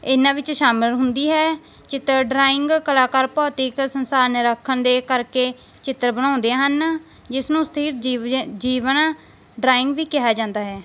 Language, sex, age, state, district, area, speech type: Punjabi, female, 18-30, Punjab, Mansa, rural, spontaneous